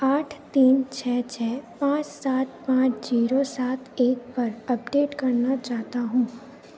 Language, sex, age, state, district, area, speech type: Hindi, female, 18-30, Madhya Pradesh, Narsinghpur, rural, read